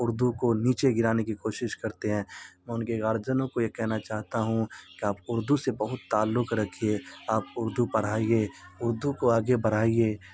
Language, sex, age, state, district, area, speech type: Urdu, male, 30-45, Bihar, Supaul, rural, spontaneous